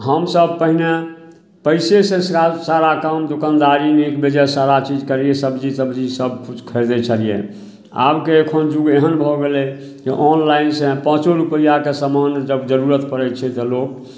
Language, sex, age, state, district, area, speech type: Maithili, male, 60+, Bihar, Samastipur, urban, spontaneous